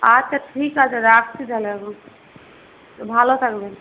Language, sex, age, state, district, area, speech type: Bengali, female, 18-30, West Bengal, Paschim Medinipur, rural, conversation